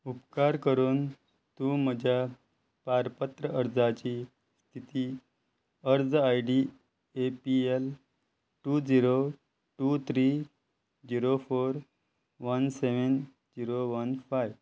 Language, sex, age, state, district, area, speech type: Goan Konkani, male, 30-45, Goa, Quepem, rural, read